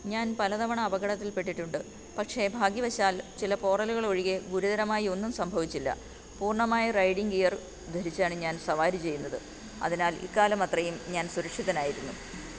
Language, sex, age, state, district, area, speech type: Malayalam, female, 45-60, Kerala, Pathanamthitta, rural, read